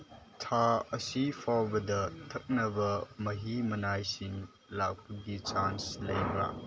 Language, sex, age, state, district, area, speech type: Manipuri, male, 18-30, Manipur, Chandel, rural, read